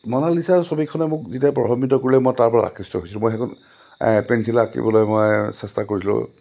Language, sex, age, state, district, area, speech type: Assamese, male, 45-60, Assam, Lakhimpur, urban, spontaneous